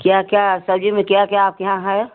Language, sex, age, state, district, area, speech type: Hindi, female, 60+, Uttar Pradesh, Chandauli, rural, conversation